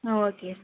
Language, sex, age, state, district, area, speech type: Tamil, female, 18-30, Tamil Nadu, Madurai, urban, conversation